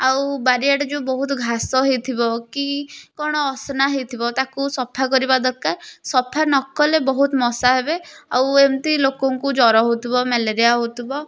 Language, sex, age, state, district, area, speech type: Odia, female, 18-30, Odisha, Puri, urban, spontaneous